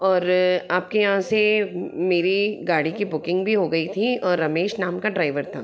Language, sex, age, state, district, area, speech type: Hindi, female, 45-60, Madhya Pradesh, Bhopal, urban, spontaneous